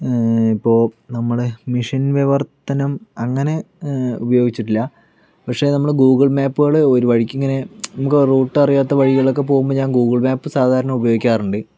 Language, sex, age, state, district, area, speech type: Malayalam, male, 45-60, Kerala, Palakkad, rural, spontaneous